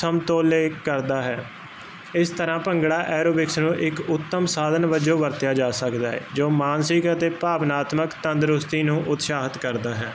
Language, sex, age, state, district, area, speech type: Punjabi, male, 18-30, Punjab, Kapurthala, urban, spontaneous